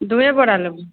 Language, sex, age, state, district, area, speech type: Maithili, female, 18-30, Bihar, Begusarai, urban, conversation